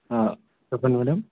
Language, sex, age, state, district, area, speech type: Telugu, male, 18-30, Andhra Pradesh, Anantapur, urban, conversation